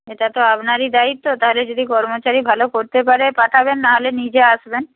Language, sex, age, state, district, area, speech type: Bengali, female, 30-45, West Bengal, Purba Medinipur, rural, conversation